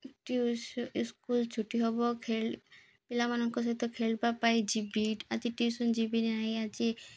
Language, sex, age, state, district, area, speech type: Odia, female, 30-45, Odisha, Malkangiri, urban, spontaneous